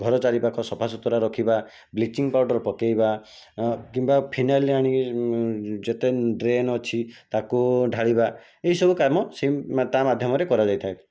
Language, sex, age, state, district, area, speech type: Odia, male, 18-30, Odisha, Jajpur, rural, spontaneous